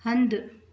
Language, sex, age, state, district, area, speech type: Sindhi, female, 60+, Maharashtra, Thane, urban, read